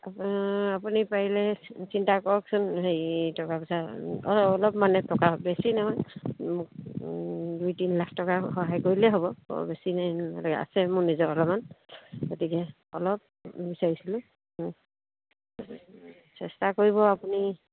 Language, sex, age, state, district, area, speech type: Assamese, female, 60+, Assam, Dibrugarh, rural, conversation